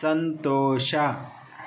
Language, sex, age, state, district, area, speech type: Kannada, male, 30-45, Karnataka, Chitradurga, rural, read